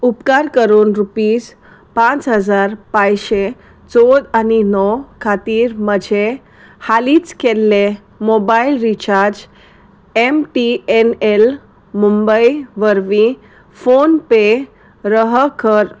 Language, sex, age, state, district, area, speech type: Goan Konkani, female, 30-45, Goa, Salcete, rural, read